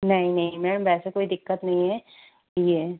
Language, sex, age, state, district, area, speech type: Hindi, female, 30-45, Rajasthan, Jaipur, urban, conversation